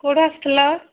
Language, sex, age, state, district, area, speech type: Odia, female, 45-60, Odisha, Angul, rural, conversation